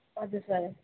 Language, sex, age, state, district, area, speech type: Nepali, female, 18-30, West Bengal, Kalimpong, rural, conversation